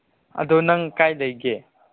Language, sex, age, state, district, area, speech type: Manipuri, male, 18-30, Manipur, Chandel, rural, conversation